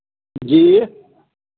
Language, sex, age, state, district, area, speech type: Hindi, male, 45-60, Bihar, Samastipur, rural, conversation